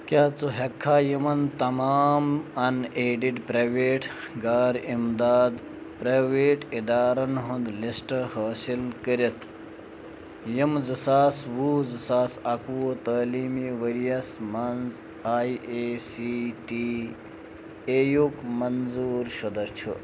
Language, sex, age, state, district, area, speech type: Kashmiri, male, 30-45, Jammu and Kashmir, Bandipora, rural, read